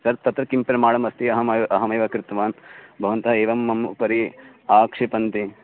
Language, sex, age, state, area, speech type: Sanskrit, male, 18-30, Uttarakhand, urban, conversation